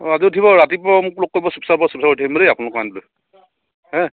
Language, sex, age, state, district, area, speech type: Assamese, male, 30-45, Assam, Sivasagar, rural, conversation